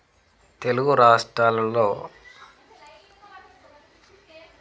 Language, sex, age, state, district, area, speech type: Telugu, male, 30-45, Telangana, Jangaon, rural, spontaneous